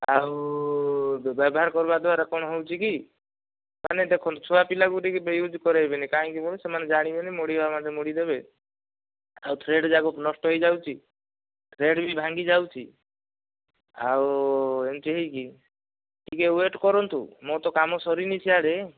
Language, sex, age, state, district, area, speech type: Odia, male, 45-60, Odisha, Kandhamal, rural, conversation